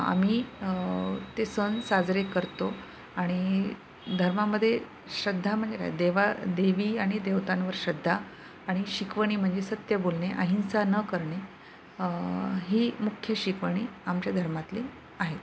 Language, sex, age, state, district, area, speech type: Marathi, female, 30-45, Maharashtra, Nanded, rural, spontaneous